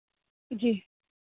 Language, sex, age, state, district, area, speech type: Hindi, female, 30-45, Uttar Pradesh, Lucknow, rural, conversation